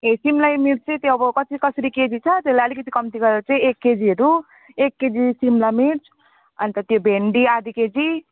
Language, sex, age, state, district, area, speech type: Nepali, female, 30-45, West Bengal, Jalpaiguri, rural, conversation